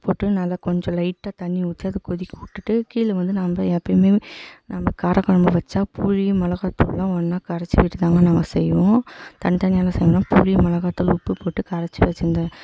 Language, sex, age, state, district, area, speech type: Tamil, female, 18-30, Tamil Nadu, Tiruvannamalai, rural, spontaneous